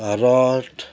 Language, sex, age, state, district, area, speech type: Nepali, male, 45-60, West Bengal, Kalimpong, rural, spontaneous